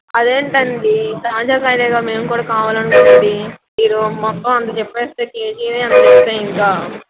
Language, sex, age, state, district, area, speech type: Telugu, female, 18-30, Andhra Pradesh, N T Rama Rao, urban, conversation